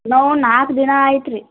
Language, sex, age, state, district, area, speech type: Kannada, female, 18-30, Karnataka, Gulbarga, urban, conversation